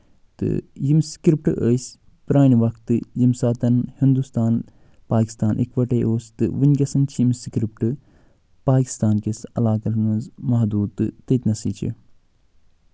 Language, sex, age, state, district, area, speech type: Kashmiri, male, 45-60, Jammu and Kashmir, Ganderbal, urban, spontaneous